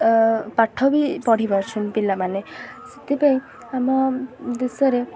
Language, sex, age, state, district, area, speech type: Odia, female, 18-30, Odisha, Kendrapara, urban, spontaneous